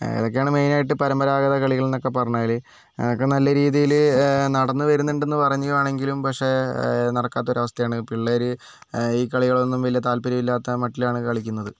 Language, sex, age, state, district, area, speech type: Malayalam, male, 45-60, Kerala, Wayanad, rural, spontaneous